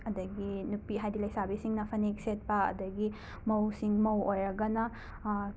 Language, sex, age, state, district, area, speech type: Manipuri, female, 18-30, Manipur, Imphal West, rural, spontaneous